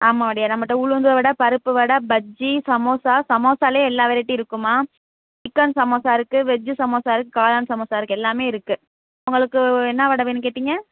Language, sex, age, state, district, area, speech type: Tamil, female, 18-30, Tamil Nadu, Madurai, rural, conversation